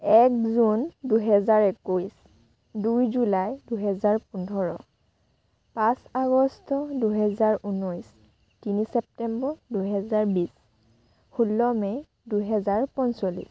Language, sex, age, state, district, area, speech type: Assamese, female, 45-60, Assam, Sivasagar, rural, spontaneous